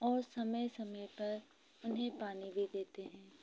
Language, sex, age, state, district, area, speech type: Hindi, female, 30-45, Madhya Pradesh, Hoshangabad, urban, spontaneous